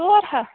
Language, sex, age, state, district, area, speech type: Kashmiri, female, 18-30, Jammu and Kashmir, Bandipora, rural, conversation